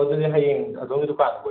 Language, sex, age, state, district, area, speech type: Manipuri, male, 30-45, Manipur, Imphal West, rural, conversation